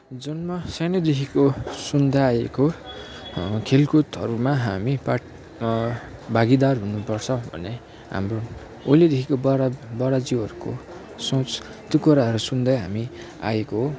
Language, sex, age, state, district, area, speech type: Nepali, male, 18-30, West Bengal, Kalimpong, rural, spontaneous